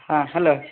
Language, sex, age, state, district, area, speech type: Kannada, male, 60+, Karnataka, Shimoga, rural, conversation